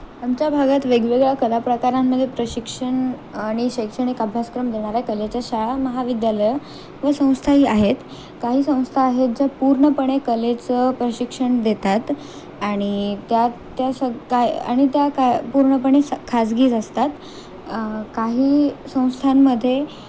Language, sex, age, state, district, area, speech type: Marathi, female, 18-30, Maharashtra, Nanded, rural, spontaneous